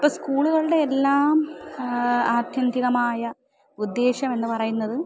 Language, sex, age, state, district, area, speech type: Malayalam, female, 30-45, Kerala, Thiruvananthapuram, urban, spontaneous